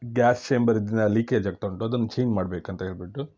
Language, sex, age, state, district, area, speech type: Kannada, male, 30-45, Karnataka, Shimoga, rural, spontaneous